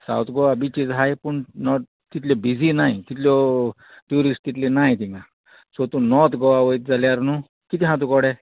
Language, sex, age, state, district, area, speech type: Goan Konkani, male, 45-60, Goa, Murmgao, rural, conversation